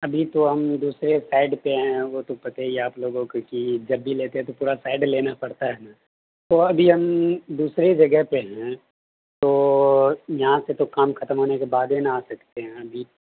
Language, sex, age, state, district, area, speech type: Urdu, male, 18-30, Bihar, Darbhanga, rural, conversation